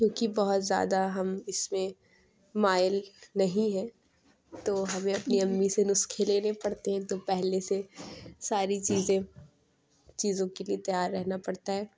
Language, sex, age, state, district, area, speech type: Urdu, female, 18-30, Uttar Pradesh, Lucknow, rural, spontaneous